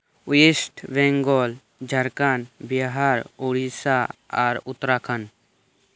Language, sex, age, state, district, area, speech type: Santali, male, 18-30, West Bengal, Birbhum, rural, spontaneous